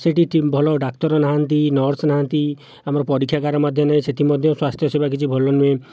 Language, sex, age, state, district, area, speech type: Odia, male, 18-30, Odisha, Jajpur, rural, spontaneous